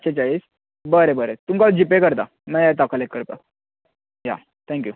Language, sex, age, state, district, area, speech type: Goan Konkani, male, 18-30, Goa, Bardez, urban, conversation